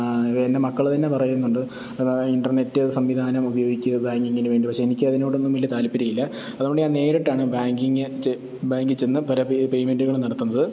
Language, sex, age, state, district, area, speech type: Malayalam, male, 30-45, Kerala, Pathanamthitta, rural, spontaneous